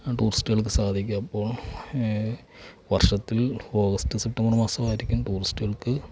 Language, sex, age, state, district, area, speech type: Malayalam, male, 45-60, Kerala, Alappuzha, rural, spontaneous